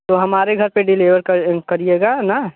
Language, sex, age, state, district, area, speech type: Hindi, male, 18-30, Uttar Pradesh, Mirzapur, rural, conversation